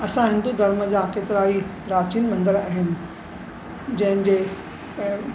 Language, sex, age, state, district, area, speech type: Sindhi, female, 60+, Maharashtra, Mumbai Suburban, urban, spontaneous